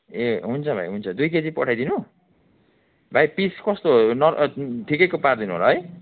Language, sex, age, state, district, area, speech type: Nepali, male, 30-45, West Bengal, Kalimpong, rural, conversation